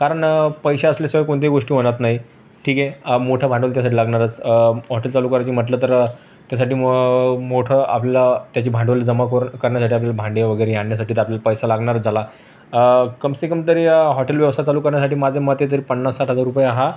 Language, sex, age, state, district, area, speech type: Marathi, male, 30-45, Maharashtra, Buldhana, urban, spontaneous